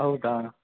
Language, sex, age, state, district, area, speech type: Kannada, male, 18-30, Karnataka, Chikkamagaluru, rural, conversation